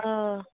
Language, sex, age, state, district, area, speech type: Santali, female, 18-30, West Bengal, Purba Bardhaman, rural, conversation